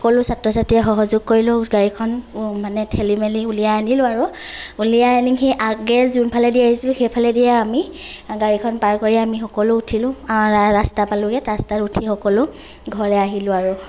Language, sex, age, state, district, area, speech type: Assamese, female, 18-30, Assam, Lakhimpur, rural, spontaneous